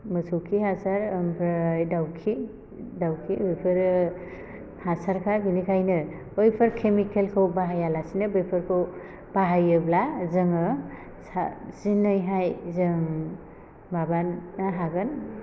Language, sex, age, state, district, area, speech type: Bodo, female, 30-45, Assam, Chirang, rural, spontaneous